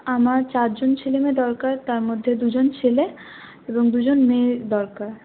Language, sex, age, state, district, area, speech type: Bengali, female, 18-30, West Bengal, Paschim Bardhaman, urban, conversation